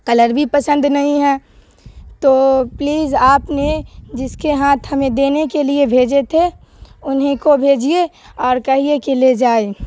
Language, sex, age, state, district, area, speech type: Urdu, female, 18-30, Bihar, Darbhanga, rural, spontaneous